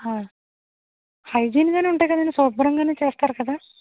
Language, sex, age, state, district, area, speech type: Telugu, female, 45-60, Andhra Pradesh, East Godavari, rural, conversation